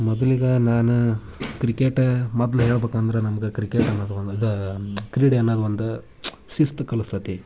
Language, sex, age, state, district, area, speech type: Kannada, male, 18-30, Karnataka, Haveri, rural, spontaneous